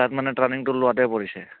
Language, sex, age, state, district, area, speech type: Assamese, male, 30-45, Assam, Barpeta, rural, conversation